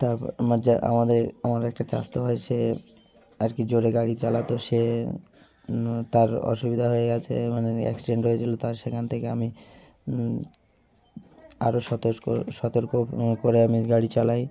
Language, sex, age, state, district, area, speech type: Bengali, male, 30-45, West Bengal, Hooghly, urban, spontaneous